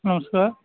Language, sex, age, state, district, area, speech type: Odia, male, 30-45, Odisha, Sambalpur, rural, conversation